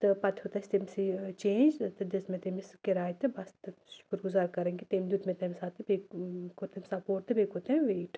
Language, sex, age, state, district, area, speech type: Kashmiri, female, 18-30, Jammu and Kashmir, Anantnag, rural, spontaneous